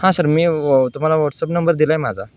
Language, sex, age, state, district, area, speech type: Marathi, male, 18-30, Maharashtra, Sangli, urban, spontaneous